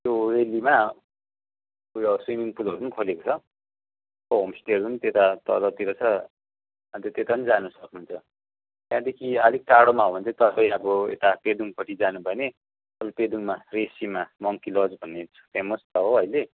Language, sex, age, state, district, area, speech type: Nepali, male, 30-45, West Bengal, Kalimpong, rural, conversation